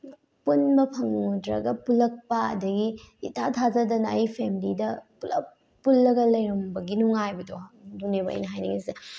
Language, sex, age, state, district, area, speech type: Manipuri, female, 18-30, Manipur, Bishnupur, rural, spontaneous